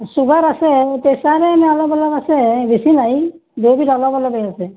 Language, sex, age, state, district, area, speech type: Assamese, female, 60+, Assam, Barpeta, rural, conversation